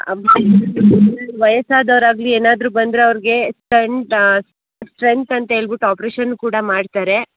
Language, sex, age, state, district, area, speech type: Kannada, female, 18-30, Karnataka, Tumkur, urban, conversation